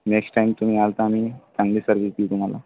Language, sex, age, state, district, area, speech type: Marathi, male, 18-30, Maharashtra, Amravati, rural, conversation